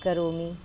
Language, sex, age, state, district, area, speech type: Sanskrit, female, 45-60, Maharashtra, Nagpur, urban, spontaneous